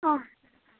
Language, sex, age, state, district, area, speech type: Kannada, female, 18-30, Karnataka, Chamarajanagar, rural, conversation